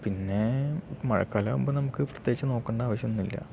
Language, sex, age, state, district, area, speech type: Malayalam, male, 18-30, Kerala, Palakkad, rural, spontaneous